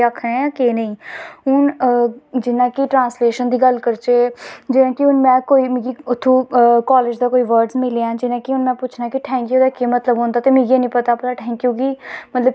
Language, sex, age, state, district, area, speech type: Dogri, female, 18-30, Jammu and Kashmir, Samba, rural, spontaneous